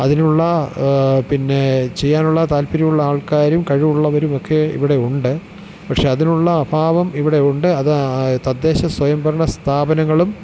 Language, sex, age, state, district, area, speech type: Malayalam, male, 45-60, Kerala, Thiruvananthapuram, urban, spontaneous